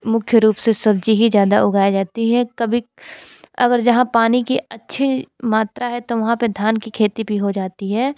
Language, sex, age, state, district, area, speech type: Hindi, female, 45-60, Uttar Pradesh, Sonbhadra, rural, spontaneous